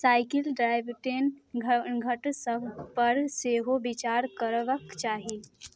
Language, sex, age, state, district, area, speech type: Maithili, female, 18-30, Bihar, Muzaffarpur, rural, read